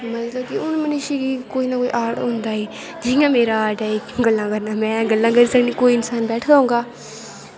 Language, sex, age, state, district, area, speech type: Dogri, female, 18-30, Jammu and Kashmir, Kathua, rural, spontaneous